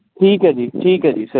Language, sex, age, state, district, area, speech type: Punjabi, male, 30-45, Punjab, Kapurthala, urban, conversation